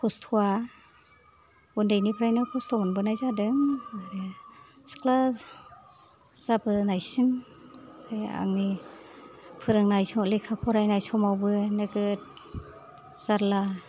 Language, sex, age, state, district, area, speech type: Bodo, female, 60+, Assam, Kokrajhar, rural, spontaneous